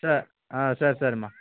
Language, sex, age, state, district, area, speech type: Tamil, male, 60+, Tamil Nadu, Kallakurichi, rural, conversation